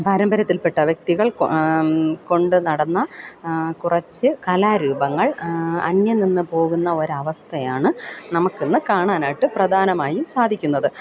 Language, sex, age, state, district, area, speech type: Malayalam, female, 30-45, Kerala, Thiruvananthapuram, urban, spontaneous